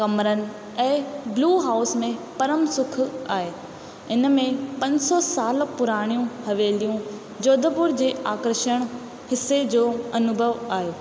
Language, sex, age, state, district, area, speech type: Sindhi, female, 18-30, Rajasthan, Ajmer, urban, spontaneous